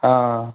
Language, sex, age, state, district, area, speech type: Assamese, male, 60+, Assam, Majuli, rural, conversation